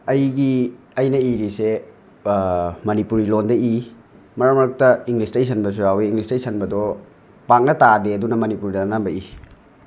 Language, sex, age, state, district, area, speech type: Manipuri, male, 45-60, Manipur, Imphal West, rural, spontaneous